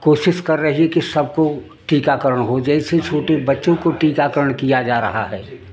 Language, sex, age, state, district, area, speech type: Hindi, male, 60+, Uttar Pradesh, Prayagraj, rural, spontaneous